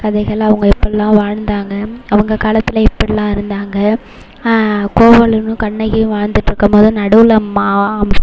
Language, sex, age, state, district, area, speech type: Tamil, female, 18-30, Tamil Nadu, Mayiladuthurai, urban, spontaneous